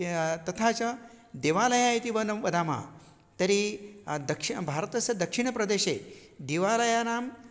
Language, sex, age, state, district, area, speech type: Sanskrit, male, 60+, Maharashtra, Nagpur, urban, spontaneous